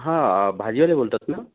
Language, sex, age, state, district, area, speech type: Marathi, male, 30-45, Maharashtra, Nagpur, urban, conversation